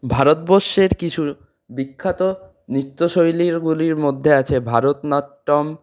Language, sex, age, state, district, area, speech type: Bengali, male, 45-60, West Bengal, Purulia, urban, spontaneous